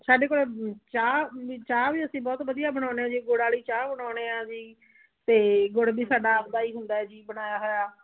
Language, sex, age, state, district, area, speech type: Punjabi, female, 45-60, Punjab, Muktsar, urban, conversation